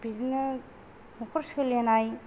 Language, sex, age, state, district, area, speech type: Bodo, female, 45-60, Assam, Kokrajhar, rural, spontaneous